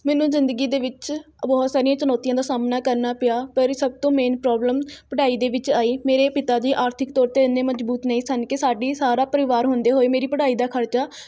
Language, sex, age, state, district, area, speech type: Punjabi, female, 18-30, Punjab, Rupnagar, rural, spontaneous